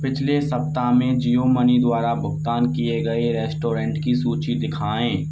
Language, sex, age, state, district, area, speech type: Hindi, male, 60+, Rajasthan, Karauli, rural, read